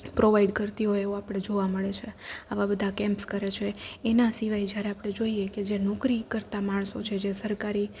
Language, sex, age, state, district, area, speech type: Gujarati, female, 18-30, Gujarat, Rajkot, urban, spontaneous